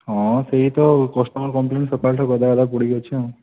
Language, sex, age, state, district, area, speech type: Odia, male, 18-30, Odisha, Kandhamal, rural, conversation